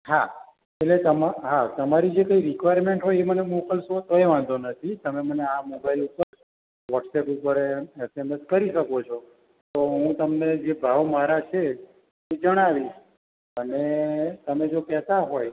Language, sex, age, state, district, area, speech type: Gujarati, male, 60+, Gujarat, Surat, urban, conversation